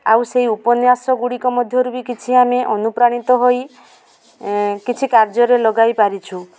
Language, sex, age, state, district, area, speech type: Odia, female, 45-60, Odisha, Mayurbhanj, rural, spontaneous